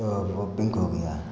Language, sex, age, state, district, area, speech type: Hindi, male, 45-60, Uttar Pradesh, Lucknow, rural, spontaneous